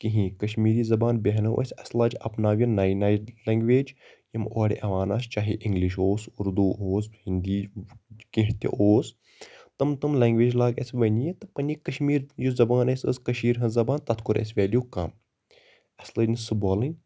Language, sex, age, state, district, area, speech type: Kashmiri, male, 18-30, Jammu and Kashmir, Kupwara, rural, spontaneous